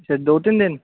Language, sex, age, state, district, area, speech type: Punjabi, male, 18-30, Punjab, Ludhiana, urban, conversation